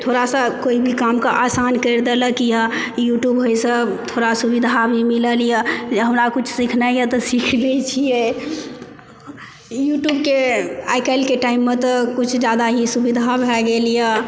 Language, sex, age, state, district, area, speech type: Maithili, female, 30-45, Bihar, Supaul, rural, spontaneous